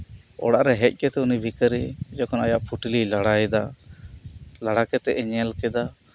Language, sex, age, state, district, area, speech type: Santali, male, 30-45, West Bengal, Birbhum, rural, spontaneous